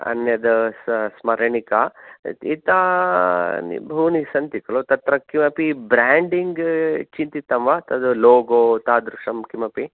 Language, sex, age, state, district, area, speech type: Sanskrit, male, 30-45, Karnataka, Chikkamagaluru, urban, conversation